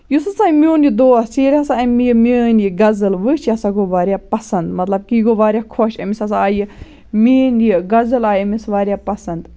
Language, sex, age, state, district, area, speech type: Kashmiri, female, 30-45, Jammu and Kashmir, Baramulla, rural, spontaneous